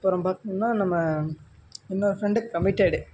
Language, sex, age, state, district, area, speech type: Tamil, male, 18-30, Tamil Nadu, Namakkal, rural, spontaneous